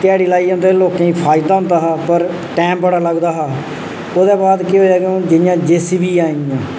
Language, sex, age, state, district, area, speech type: Dogri, male, 30-45, Jammu and Kashmir, Reasi, rural, spontaneous